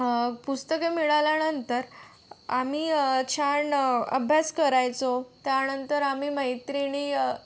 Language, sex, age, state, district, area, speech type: Marathi, female, 30-45, Maharashtra, Yavatmal, rural, spontaneous